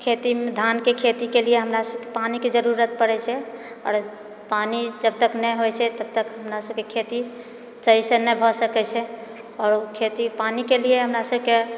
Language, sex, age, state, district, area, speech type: Maithili, female, 60+, Bihar, Purnia, rural, spontaneous